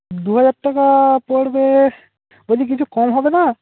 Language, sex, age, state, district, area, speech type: Bengali, male, 18-30, West Bengal, Purba Medinipur, rural, conversation